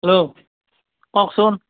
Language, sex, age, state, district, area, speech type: Assamese, male, 45-60, Assam, Barpeta, rural, conversation